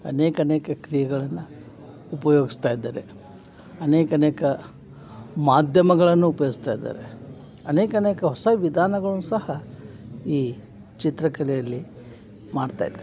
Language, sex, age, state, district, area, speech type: Kannada, male, 60+, Karnataka, Dharwad, urban, spontaneous